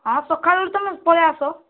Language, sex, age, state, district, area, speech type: Odia, female, 45-60, Odisha, Kandhamal, rural, conversation